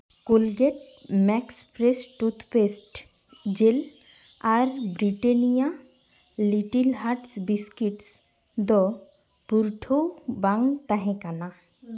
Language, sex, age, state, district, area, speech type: Santali, female, 18-30, West Bengal, Jhargram, rural, read